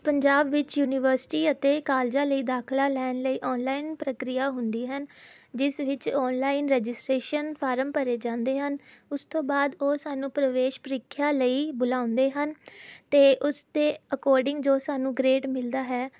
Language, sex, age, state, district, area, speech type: Punjabi, female, 18-30, Punjab, Rupnagar, urban, spontaneous